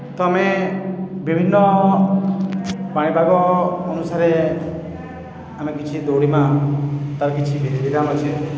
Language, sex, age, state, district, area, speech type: Odia, male, 30-45, Odisha, Balangir, urban, spontaneous